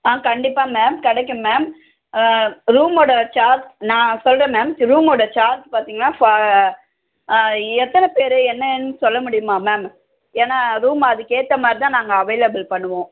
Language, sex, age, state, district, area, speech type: Tamil, female, 45-60, Tamil Nadu, Chennai, urban, conversation